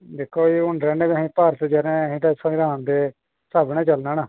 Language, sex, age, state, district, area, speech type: Dogri, male, 18-30, Jammu and Kashmir, Kathua, rural, conversation